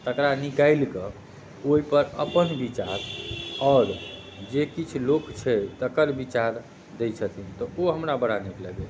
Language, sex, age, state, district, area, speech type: Maithili, male, 30-45, Bihar, Muzaffarpur, urban, spontaneous